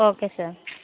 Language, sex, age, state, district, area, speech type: Telugu, female, 30-45, Andhra Pradesh, Vizianagaram, rural, conversation